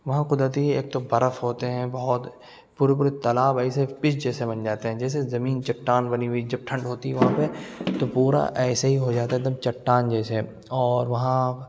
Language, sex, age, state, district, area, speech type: Urdu, male, 18-30, Uttar Pradesh, Lucknow, urban, spontaneous